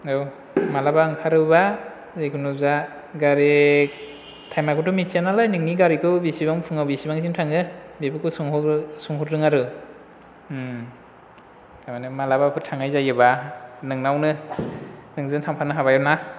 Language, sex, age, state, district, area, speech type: Bodo, male, 30-45, Assam, Chirang, rural, spontaneous